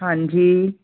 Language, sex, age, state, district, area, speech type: Punjabi, female, 45-60, Punjab, Fazilka, rural, conversation